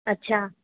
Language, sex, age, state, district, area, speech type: Sindhi, female, 30-45, Maharashtra, Thane, urban, conversation